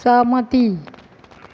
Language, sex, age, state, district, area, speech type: Maithili, female, 60+, Bihar, Madhepura, urban, read